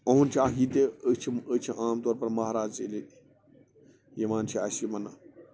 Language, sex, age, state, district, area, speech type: Kashmiri, male, 18-30, Jammu and Kashmir, Bandipora, rural, spontaneous